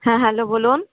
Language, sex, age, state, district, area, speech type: Bengali, female, 30-45, West Bengal, Murshidabad, rural, conversation